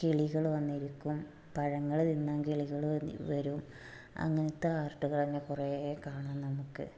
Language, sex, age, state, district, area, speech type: Malayalam, female, 18-30, Kerala, Malappuram, rural, spontaneous